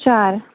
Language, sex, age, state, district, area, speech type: Marathi, female, 18-30, Maharashtra, Nagpur, urban, conversation